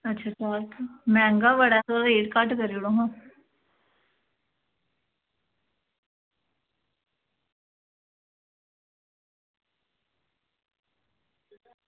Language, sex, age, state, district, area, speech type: Dogri, female, 18-30, Jammu and Kashmir, Samba, rural, conversation